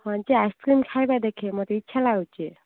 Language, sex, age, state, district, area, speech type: Odia, female, 30-45, Odisha, Koraput, urban, conversation